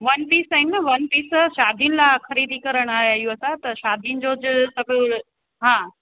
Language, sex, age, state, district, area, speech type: Sindhi, female, 30-45, Gujarat, Surat, urban, conversation